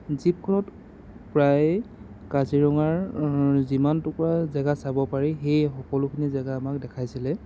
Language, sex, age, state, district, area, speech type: Assamese, male, 30-45, Assam, Golaghat, urban, spontaneous